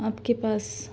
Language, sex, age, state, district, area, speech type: Urdu, female, 30-45, Telangana, Hyderabad, urban, spontaneous